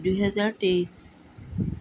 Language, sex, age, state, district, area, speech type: Assamese, female, 45-60, Assam, Sonitpur, urban, spontaneous